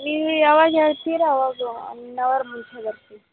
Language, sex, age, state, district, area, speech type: Kannada, female, 18-30, Karnataka, Koppal, rural, conversation